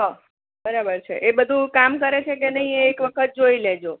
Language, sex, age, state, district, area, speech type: Gujarati, female, 30-45, Gujarat, Kheda, urban, conversation